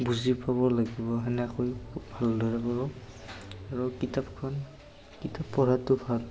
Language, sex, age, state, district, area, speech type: Assamese, male, 18-30, Assam, Barpeta, rural, spontaneous